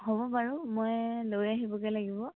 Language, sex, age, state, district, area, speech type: Assamese, female, 30-45, Assam, Tinsukia, urban, conversation